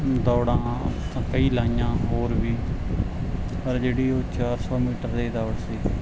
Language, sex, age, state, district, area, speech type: Punjabi, male, 30-45, Punjab, Mansa, urban, spontaneous